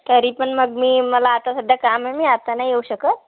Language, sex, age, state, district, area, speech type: Marathi, female, 60+, Maharashtra, Nagpur, urban, conversation